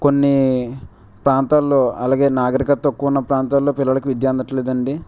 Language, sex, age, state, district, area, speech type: Telugu, male, 18-30, Andhra Pradesh, West Godavari, rural, spontaneous